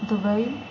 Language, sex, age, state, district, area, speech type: Urdu, female, 30-45, Uttar Pradesh, Gautam Buddha Nagar, urban, spontaneous